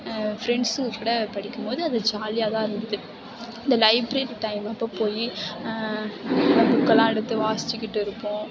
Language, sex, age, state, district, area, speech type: Tamil, female, 18-30, Tamil Nadu, Mayiladuthurai, urban, spontaneous